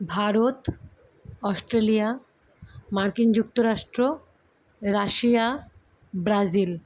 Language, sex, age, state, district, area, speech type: Bengali, female, 30-45, West Bengal, Kolkata, urban, spontaneous